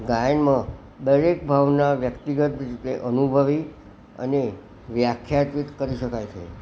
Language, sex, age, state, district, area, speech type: Gujarati, male, 60+, Gujarat, Kheda, rural, spontaneous